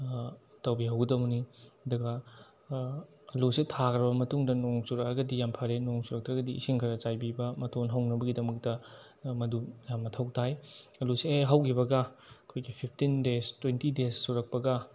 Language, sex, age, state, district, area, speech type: Manipuri, male, 18-30, Manipur, Bishnupur, rural, spontaneous